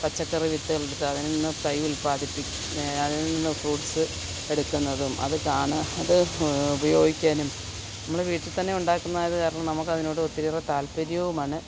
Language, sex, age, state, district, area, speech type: Malayalam, female, 45-60, Kerala, Kottayam, rural, spontaneous